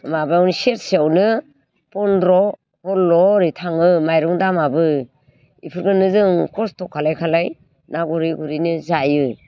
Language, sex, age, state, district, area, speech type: Bodo, female, 60+, Assam, Baksa, rural, spontaneous